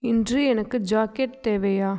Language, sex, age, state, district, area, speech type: Tamil, female, 18-30, Tamil Nadu, Namakkal, rural, read